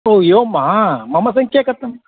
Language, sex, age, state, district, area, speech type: Sanskrit, male, 30-45, Karnataka, Vijayapura, urban, conversation